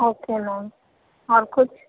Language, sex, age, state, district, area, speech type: Urdu, female, 45-60, Uttar Pradesh, Gautam Buddha Nagar, rural, conversation